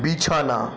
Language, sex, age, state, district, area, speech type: Bengali, male, 60+, West Bengal, Paschim Bardhaman, rural, read